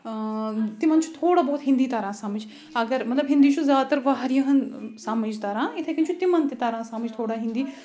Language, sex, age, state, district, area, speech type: Kashmiri, female, 45-60, Jammu and Kashmir, Ganderbal, rural, spontaneous